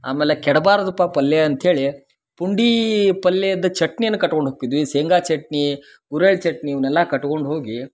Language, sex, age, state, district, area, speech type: Kannada, male, 30-45, Karnataka, Dharwad, rural, spontaneous